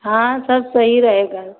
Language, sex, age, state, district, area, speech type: Hindi, female, 30-45, Uttar Pradesh, Ayodhya, rural, conversation